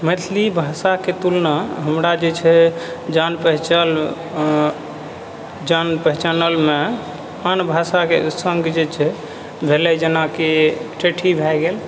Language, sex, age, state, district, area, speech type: Maithili, male, 30-45, Bihar, Purnia, rural, spontaneous